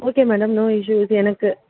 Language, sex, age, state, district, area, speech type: Tamil, female, 30-45, Tamil Nadu, Chennai, urban, conversation